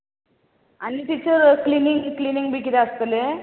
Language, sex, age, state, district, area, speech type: Goan Konkani, female, 30-45, Goa, Bardez, urban, conversation